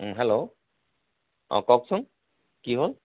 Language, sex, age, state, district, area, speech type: Assamese, male, 60+, Assam, Tinsukia, rural, conversation